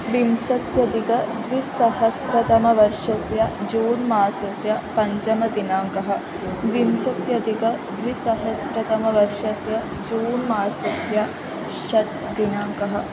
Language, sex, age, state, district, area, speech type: Sanskrit, female, 18-30, Kerala, Wayanad, rural, spontaneous